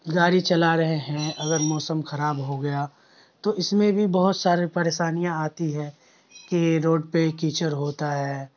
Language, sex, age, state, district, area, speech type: Urdu, male, 18-30, Bihar, Khagaria, rural, spontaneous